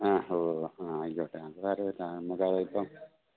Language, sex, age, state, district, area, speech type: Malayalam, male, 60+, Kerala, Idukki, rural, conversation